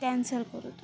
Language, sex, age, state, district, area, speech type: Sanskrit, female, 18-30, Maharashtra, Nagpur, urban, spontaneous